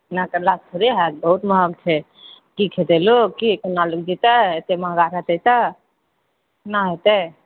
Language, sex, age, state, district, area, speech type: Maithili, female, 60+, Bihar, Purnia, rural, conversation